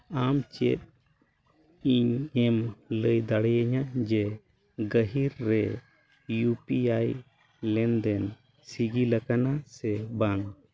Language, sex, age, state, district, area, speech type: Santali, male, 45-60, Jharkhand, East Singhbhum, rural, read